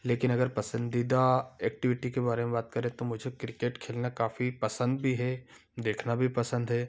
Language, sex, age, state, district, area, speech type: Hindi, male, 30-45, Madhya Pradesh, Ujjain, urban, spontaneous